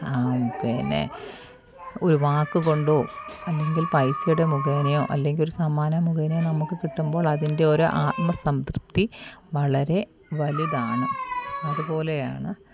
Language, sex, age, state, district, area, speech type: Malayalam, female, 30-45, Kerala, Kollam, rural, spontaneous